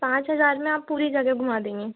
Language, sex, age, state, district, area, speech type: Hindi, female, 18-30, Madhya Pradesh, Chhindwara, urban, conversation